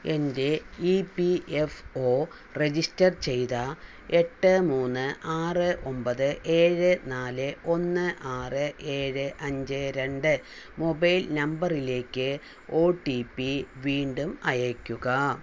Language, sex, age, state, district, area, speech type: Malayalam, female, 60+, Kerala, Palakkad, rural, read